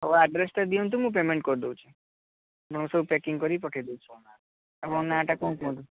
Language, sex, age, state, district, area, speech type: Odia, male, 18-30, Odisha, Cuttack, urban, conversation